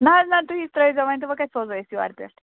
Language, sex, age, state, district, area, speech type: Kashmiri, female, 45-60, Jammu and Kashmir, Ganderbal, rural, conversation